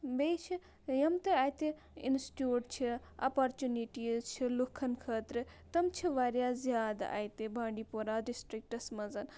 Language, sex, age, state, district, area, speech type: Kashmiri, female, 18-30, Jammu and Kashmir, Bandipora, rural, spontaneous